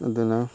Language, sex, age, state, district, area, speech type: Manipuri, male, 18-30, Manipur, Chandel, rural, spontaneous